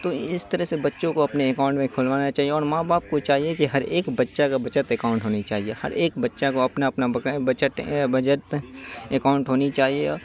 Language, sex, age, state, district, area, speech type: Urdu, male, 18-30, Bihar, Saharsa, rural, spontaneous